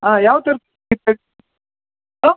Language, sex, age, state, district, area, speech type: Kannada, male, 30-45, Karnataka, Uttara Kannada, rural, conversation